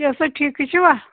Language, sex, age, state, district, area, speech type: Kashmiri, female, 60+, Jammu and Kashmir, Pulwama, rural, conversation